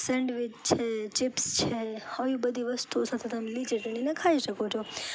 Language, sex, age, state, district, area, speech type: Gujarati, female, 18-30, Gujarat, Rajkot, urban, spontaneous